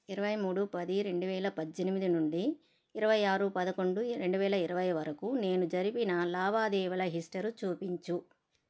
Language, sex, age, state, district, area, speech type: Telugu, female, 30-45, Andhra Pradesh, Sri Balaji, rural, read